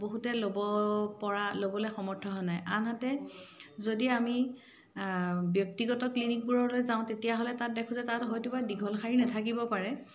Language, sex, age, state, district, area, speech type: Assamese, female, 45-60, Assam, Dibrugarh, rural, spontaneous